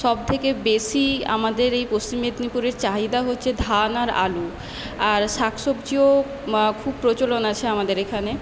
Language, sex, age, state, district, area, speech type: Bengali, female, 18-30, West Bengal, Paschim Medinipur, rural, spontaneous